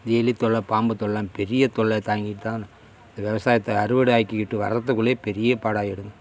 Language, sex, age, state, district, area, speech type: Tamil, male, 60+, Tamil Nadu, Kallakurichi, urban, spontaneous